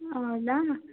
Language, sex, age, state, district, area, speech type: Kannada, female, 18-30, Karnataka, Chitradurga, rural, conversation